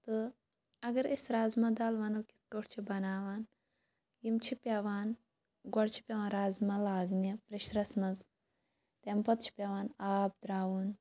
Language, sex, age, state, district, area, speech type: Kashmiri, female, 18-30, Jammu and Kashmir, Shopian, rural, spontaneous